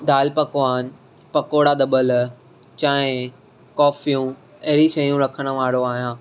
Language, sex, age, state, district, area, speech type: Sindhi, male, 18-30, Maharashtra, Mumbai City, urban, spontaneous